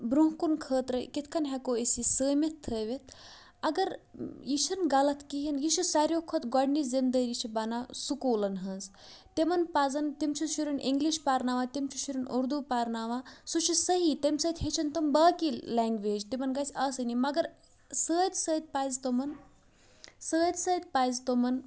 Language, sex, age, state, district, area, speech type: Kashmiri, male, 18-30, Jammu and Kashmir, Bandipora, rural, spontaneous